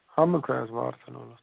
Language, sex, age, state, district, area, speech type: Kashmiri, male, 60+, Jammu and Kashmir, Srinagar, rural, conversation